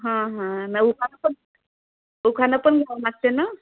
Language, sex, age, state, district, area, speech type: Marathi, female, 30-45, Maharashtra, Nagpur, rural, conversation